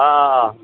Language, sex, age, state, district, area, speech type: Assamese, male, 45-60, Assam, Goalpara, rural, conversation